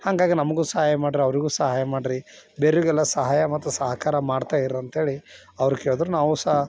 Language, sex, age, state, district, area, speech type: Kannada, male, 30-45, Karnataka, Bidar, urban, spontaneous